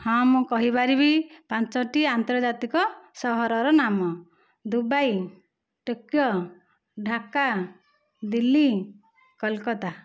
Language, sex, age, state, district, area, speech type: Odia, female, 45-60, Odisha, Nayagarh, rural, spontaneous